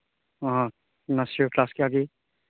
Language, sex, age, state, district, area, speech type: Manipuri, male, 30-45, Manipur, Churachandpur, rural, conversation